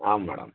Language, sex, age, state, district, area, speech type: Tamil, male, 45-60, Tamil Nadu, Theni, rural, conversation